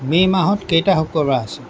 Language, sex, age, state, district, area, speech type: Assamese, male, 45-60, Assam, Lakhimpur, rural, read